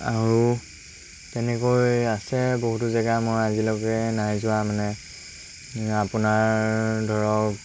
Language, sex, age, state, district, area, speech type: Assamese, male, 18-30, Assam, Lakhimpur, rural, spontaneous